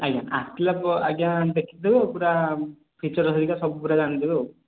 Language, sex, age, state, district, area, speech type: Odia, male, 18-30, Odisha, Khordha, rural, conversation